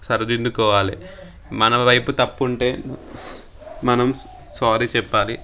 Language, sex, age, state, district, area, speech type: Telugu, male, 18-30, Telangana, Sangareddy, rural, spontaneous